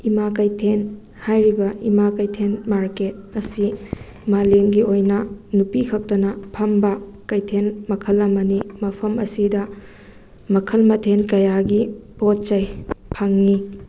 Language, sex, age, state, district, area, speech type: Manipuri, female, 18-30, Manipur, Thoubal, rural, spontaneous